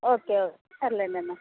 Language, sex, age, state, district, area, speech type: Telugu, female, 45-60, Andhra Pradesh, Kurnool, rural, conversation